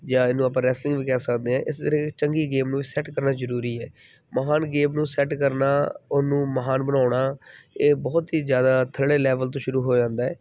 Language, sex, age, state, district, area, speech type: Punjabi, male, 30-45, Punjab, Kapurthala, urban, spontaneous